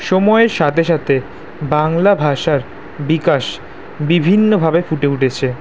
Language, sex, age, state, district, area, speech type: Bengali, male, 18-30, West Bengal, Kolkata, urban, spontaneous